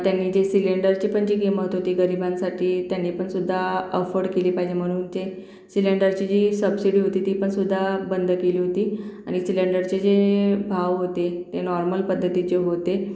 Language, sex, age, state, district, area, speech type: Marathi, female, 45-60, Maharashtra, Yavatmal, urban, spontaneous